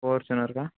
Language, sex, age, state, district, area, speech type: Marathi, male, 18-30, Maharashtra, Nanded, urban, conversation